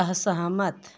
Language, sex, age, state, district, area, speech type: Hindi, female, 30-45, Uttar Pradesh, Jaunpur, urban, read